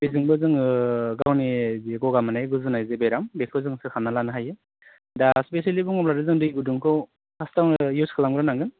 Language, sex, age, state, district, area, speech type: Bodo, male, 30-45, Assam, Baksa, urban, conversation